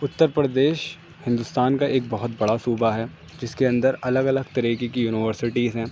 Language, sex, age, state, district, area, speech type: Urdu, male, 18-30, Uttar Pradesh, Aligarh, urban, spontaneous